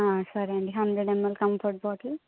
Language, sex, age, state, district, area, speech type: Telugu, female, 18-30, Andhra Pradesh, Kakinada, rural, conversation